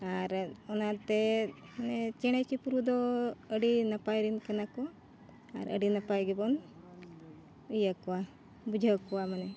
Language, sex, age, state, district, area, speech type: Santali, female, 45-60, Jharkhand, Bokaro, rural, spontaneous